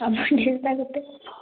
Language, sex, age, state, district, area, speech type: Kannada, female, 18-30, Karnataka, Hassan, rural, conversation